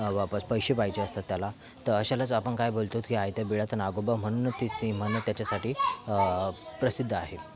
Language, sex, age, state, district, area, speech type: Marathi, male, 18-30, Maharashtra, Thane, urban, spontaneous